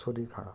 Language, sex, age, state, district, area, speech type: Bengali, male, 18-30, West Bengal, Bankura, urban, spontaneous